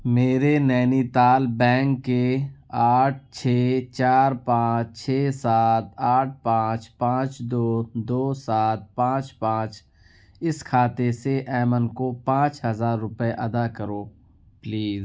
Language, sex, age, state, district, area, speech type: Urdu, male, 18-30, Uttar Pradesh, Ghaziabad, urban, read